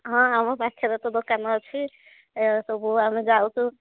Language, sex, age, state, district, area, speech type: Odia, female, 45-60, Odisha, Angul, rural, conversation